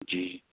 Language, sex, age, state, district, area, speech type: Urdu, male, 30-45, Delhi, Central Delhi, urban, conversation